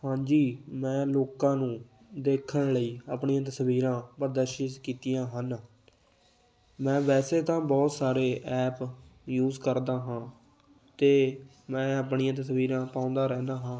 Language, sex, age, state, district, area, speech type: Punjabi, male, 18-30, Punjab, Fatehgarh Sahib, rural, spontaneous